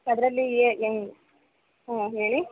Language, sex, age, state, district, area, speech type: Kannada, female, 18-30, Karnataka, Chitradurga, rural, conversation